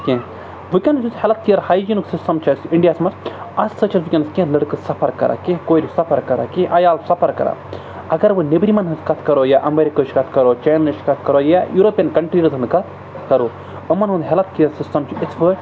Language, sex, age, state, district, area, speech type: Kashmiri, male, 45-60, Jammu and Kashmir, Baramulla, rural, spontaneous